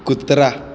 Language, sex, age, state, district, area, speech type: Marathi, male, 18-30, Maharashtra, Mumbai City, urban, read